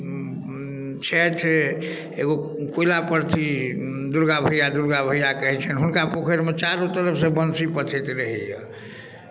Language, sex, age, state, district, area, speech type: Maithili, male, 45-60, Bihar, Darbhanga, rural, spontaneous